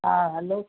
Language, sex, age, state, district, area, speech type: Sindhi, female, 60+, Gujarat, Surat, urban, conversation